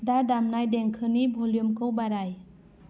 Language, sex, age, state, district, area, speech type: Bodo, female, 30-45, Assam, Udalguri, rural, read